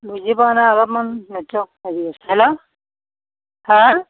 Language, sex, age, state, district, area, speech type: Assamese, female, 45-60, Assam, Darrang, rural, conversation